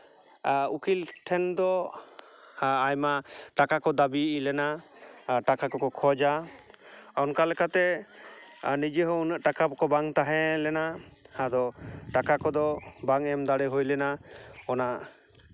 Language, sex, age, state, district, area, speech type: Santali, male, 30-45, West Bengal, Jhargram, rural, spontaneous